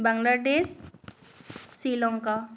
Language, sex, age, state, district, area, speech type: Assamese, female, 30-45, Assam, Nagaon, rural, spontaneous